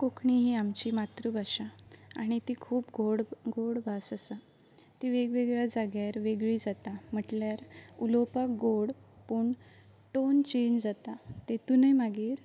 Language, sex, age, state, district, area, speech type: Goan Konkani, female, 18-30, Goa, Pernem, rural, spontaneous